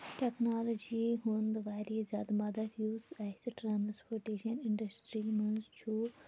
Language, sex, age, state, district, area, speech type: Kashmiri, female, 18-30, Jammu and Kashmir, Shopian, rural, spontaneous